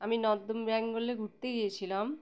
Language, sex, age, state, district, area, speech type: Bengali, female, 30-45, West Bengal, Birbhum, urban, spontaneous